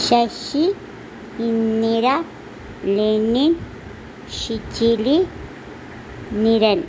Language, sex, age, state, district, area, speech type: Malayalam, female, 30-45, Kerala, Kozhikode, rural, spontaneous